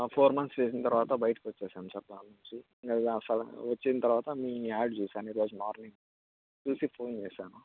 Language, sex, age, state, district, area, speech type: Telugu, male, 30-45, Andhra Pradesh, Anantapur, urban, conversation